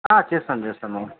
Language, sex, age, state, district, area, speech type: Telugu, male, 45-60, Telangana, Mancherial, rural, conversation